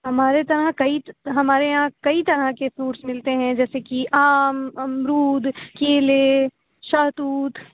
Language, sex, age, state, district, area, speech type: Urdu, female, 18-30, Uttar Pradesh, Aligarh, urban, conversation